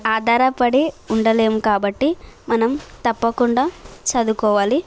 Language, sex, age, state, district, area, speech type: Telugu, female, 18-30, Telangana, Bhadradri Kothagudem, rural, spontaneous